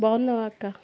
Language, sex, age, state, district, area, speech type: Telugu, female, 30-45, Telangana, Warangal, rural, spontaneous